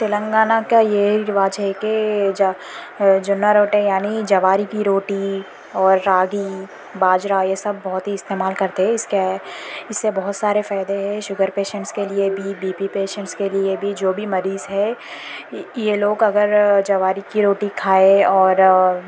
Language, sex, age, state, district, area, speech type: Urdu, female, 18-30, Telangana, Hyderabad, urban, spontaneous